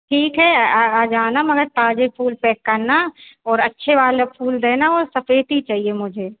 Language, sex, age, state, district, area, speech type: Hindi, female, 30-45, Madhya Pradesh, Hoshangabad, rural, conversation